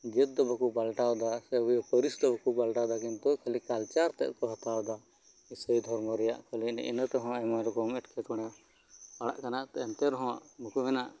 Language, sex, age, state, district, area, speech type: Santali, male, 30-45, West Bengal, Birbhum, rural, spontaneous